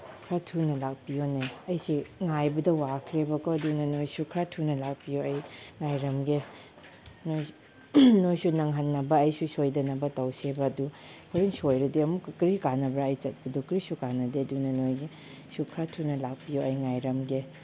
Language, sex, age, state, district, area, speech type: Manipuri, female, 30-45, Manipur, Chandel, rural, spontaneous